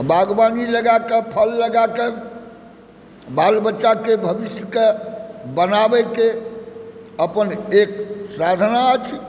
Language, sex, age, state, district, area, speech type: Maithili, male, 60+, Bihar, Supaul, rural, spontaneous